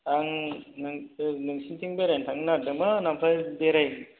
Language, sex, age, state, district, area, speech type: Bodo, male, 45-60, Assam, Chirang, rural, conversation